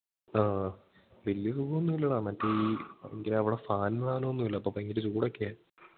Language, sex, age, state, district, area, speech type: Malayalam, male, 18-30, Kerala, Idukki, rural, conversation